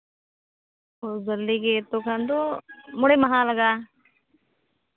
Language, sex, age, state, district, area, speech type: Santali, female, 18-30, Jharkhand, Seraikela Kharsawan, rural, conversation